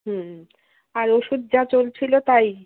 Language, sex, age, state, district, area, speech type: Bengali, female, 60+, West Bengal, Kolkata, urban, conversation